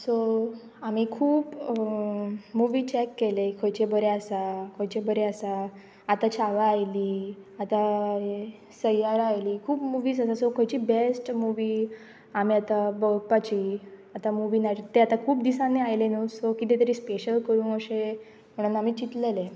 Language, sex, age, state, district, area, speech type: Goan Konkani, female, 18-30, Goa, Pernem, rural, spontaneous